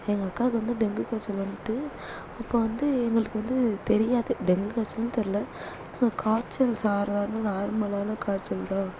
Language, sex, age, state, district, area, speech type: Tamil, female, 18-30, Tamil Nadu, Thoothukudi, urban, spontaneous